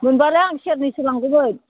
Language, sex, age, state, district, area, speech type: Bodo, female, 60+, Assam, Udalguri, rural, conversation